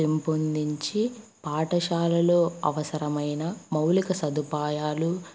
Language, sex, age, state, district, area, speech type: Telugu, female, 18-30, Andhra Pradesh, Kadapa, rural, spontaneous